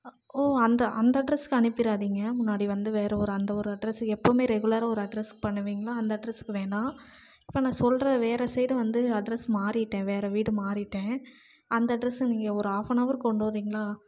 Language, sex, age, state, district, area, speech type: Tamil, female, 18-30, Tamil Nadu, Namakkal, urban, spontaneous